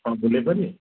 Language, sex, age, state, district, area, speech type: Odia, male, 45-60, Odisha, Koraput, urban, conversation